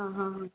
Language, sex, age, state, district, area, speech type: Goan Konkani, female, 30-45, Goa, Bardez, urban, conversation